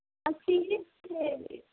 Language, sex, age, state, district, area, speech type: Punjabi, female, 30-45, Punjab, Barnala, rural, conversation